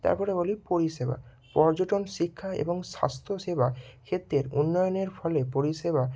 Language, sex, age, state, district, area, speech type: Bengali, male, 18-30, West Bengal, Bankura, urban, spontaneous